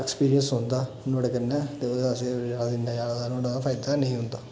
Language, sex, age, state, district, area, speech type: Dogri, male, 18-30, Jammu and Kashmir, Udhampur, urban, spontaneous